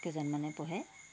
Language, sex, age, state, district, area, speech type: Assamese, female, 60+, Assam, Tinsukia, rural, spontaneous